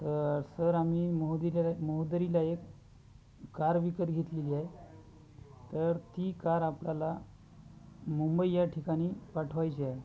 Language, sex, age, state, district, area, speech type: Marathi, male, 30-45, Maharashtra, Hingoli, urban, spontaneous